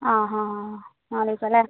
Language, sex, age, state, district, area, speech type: Malayalam, female, 45-60, Kerala, Wayanad, rural, conversation